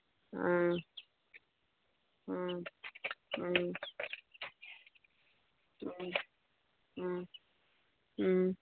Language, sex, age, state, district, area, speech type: Manipuri, female, 30-45, Manipur, Imphal East, rural, conversation